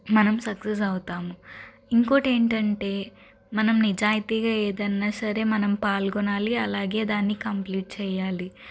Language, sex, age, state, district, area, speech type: Telugu, female, 30-45, Andhra Pradesh, Guntur, urban, spontaneous